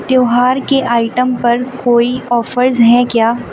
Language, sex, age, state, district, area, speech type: Urdu, female, 30-45, Uttar Pradesh, Aligarh, urban, read